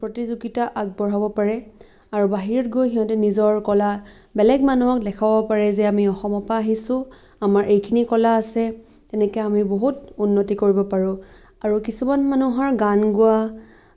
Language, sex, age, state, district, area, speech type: Assamese, female, 18-30, Assam, Biswanath, rural, spontaneous